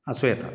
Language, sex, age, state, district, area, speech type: Goan Konkani, male, 45-60, Goa, Bardez, urban, spontaneous